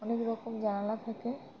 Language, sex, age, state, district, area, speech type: Bengali, female, 18-30, West Bengal, Birbhum, urban, spontaneous